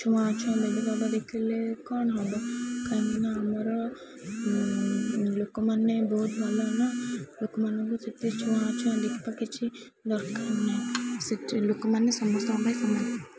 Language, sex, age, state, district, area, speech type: Odia, female, 18-30, Odisha, Ganjam, urban, spontaneous